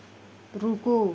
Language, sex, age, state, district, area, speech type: Hindi, female, 30-45, Uttar Pradesh, Mau, rural, read